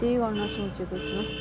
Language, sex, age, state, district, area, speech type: Nepali, female, 18-30, West Bengal, Darjeeling, rural, spontaneous